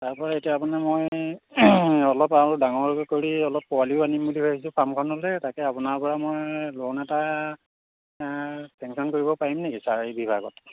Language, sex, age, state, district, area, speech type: Assamese, male, 45-60, Assam, Majuli, urban, conversation